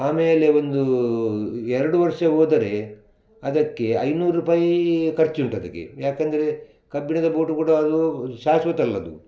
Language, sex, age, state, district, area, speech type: Kannada, male, 60+, Karnataka, Udupi, rural, spontaneous